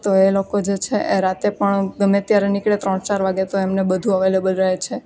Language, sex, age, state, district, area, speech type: Gujarati, female, 18-30, Gujarat, Junagadh, urban, spontaneous